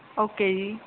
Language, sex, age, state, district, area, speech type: Punjabi, female, 18-30, Punjab, Barnala, rural, conversation